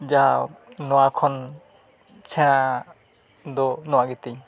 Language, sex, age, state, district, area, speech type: Santali, male, 45-60, Odisha, Mayurbhanj, rural, spontaneous